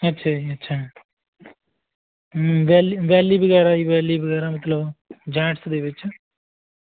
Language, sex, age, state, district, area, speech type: Punjabi, male, 30-45, Punjab, Barnala, rural, conversation